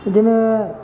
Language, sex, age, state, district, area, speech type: Bodo, male, 60+, Assam, Chirang, urban, spontaneous